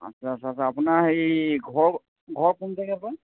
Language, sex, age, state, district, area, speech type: Assamese, male, 60+, Assam, Sivasagar, rural, conversation